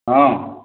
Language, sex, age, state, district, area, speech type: Odia, male, 60+, Odisha, Boudh, rural, conversation